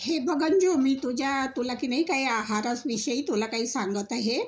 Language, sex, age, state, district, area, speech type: Marathi, female, 60+, Maharashtra, Nagpur, urban, spontaneous